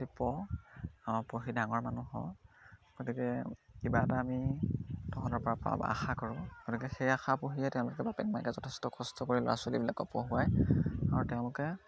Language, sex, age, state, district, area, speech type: Assamese, male, 18-30, Assam, Dhemaji, urban, spontaneous